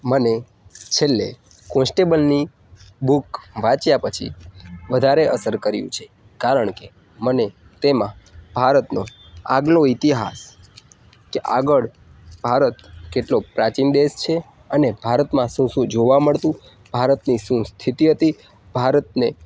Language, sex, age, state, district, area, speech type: Gujarati, male, 18-30, Gujarat, Narmada, rural, spontaneous